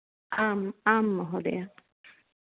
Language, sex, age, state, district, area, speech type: Sanskrit, female, 45-60, Karnataka, Udupi, rural, conversation